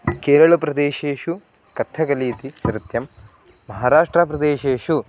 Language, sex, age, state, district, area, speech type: Sanskrit, male, 18-30, Maharashtra, Kolhapur, rural, spontaneous